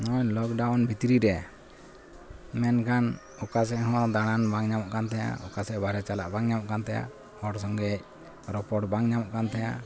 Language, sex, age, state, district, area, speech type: Santali, male, 45-60, West Bengal, Malda, rural, spontaneous